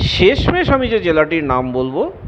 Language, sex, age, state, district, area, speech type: Bengali, male, 45-60, West Bengal, Purulia, urban, spontaneous